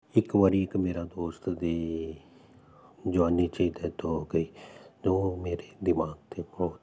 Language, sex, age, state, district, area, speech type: Punjabi, male, 45-60, Punjab, Jalandhar, urban, spontaneous